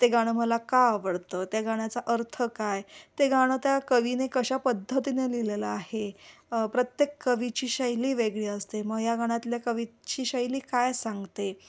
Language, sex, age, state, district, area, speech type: Marathi, female, 45-60, Maharashtra, Kolhapur, urban, spontaneous